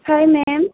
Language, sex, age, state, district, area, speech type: Assamese, female, 60+, Assam, Nagaon, rural, conversation